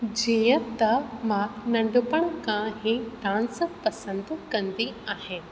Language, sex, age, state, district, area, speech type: Sindhi, female, 18-30, Rajasthan, Ajmer, urban, spontaneous